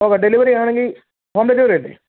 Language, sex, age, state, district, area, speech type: Malayalam, male, 30-45, Kerala, Pathanamthitta, rural, conversation